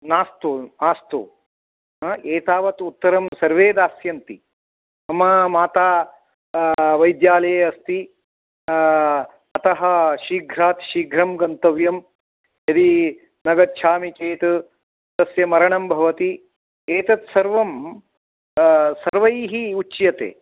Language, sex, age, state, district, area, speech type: Sanskrit, male, 60+, Karnataka, Uttara Kannada, urban, conversation